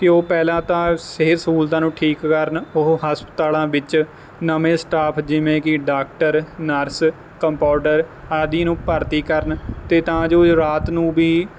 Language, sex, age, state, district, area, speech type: Punjabi, male, 18-30, Punjab, Kapurthala, rural, spontaneous